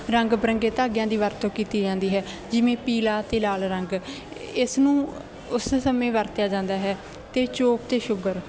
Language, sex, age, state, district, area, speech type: Punjabi, female, 18-30, Punjab, Bathinda, rural, spontaneous